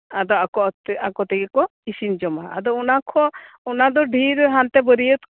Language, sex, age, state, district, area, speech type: Santali, female, 45-60, West Bengal, Birbhum, rural, conversation